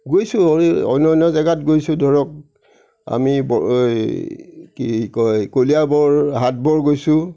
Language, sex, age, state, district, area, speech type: Assamese, male, 60+, Assam, Nagaon, rural, spontaneous